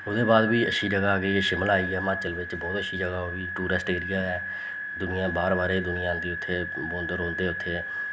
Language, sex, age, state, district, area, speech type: Dogri, male, 30-45, Jammu and Kashmir, Reasi, rural, spontaneous